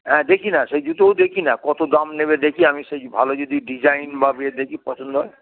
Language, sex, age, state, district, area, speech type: Bengali, male, 60+, West Bengal, Hooghly, rural, conversation